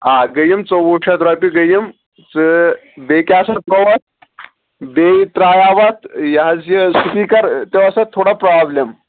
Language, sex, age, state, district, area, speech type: Kashmiri, male, 18-30, Jammu and Kashmir, Anantnag, rural, conversation